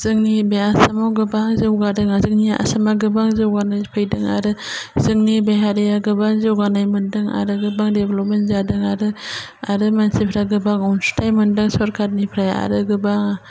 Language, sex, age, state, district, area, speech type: Bodo, female, 30-45, Assam, Chirang, urban, spontaneous